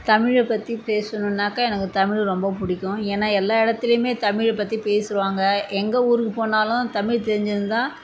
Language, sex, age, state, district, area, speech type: Tamil, female, 60+, Tamil Nadu, Salem, rural, spontaneous